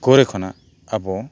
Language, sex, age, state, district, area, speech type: Santali, male, 45-60, Odisha, Mayurbhanj, rural, spontaneous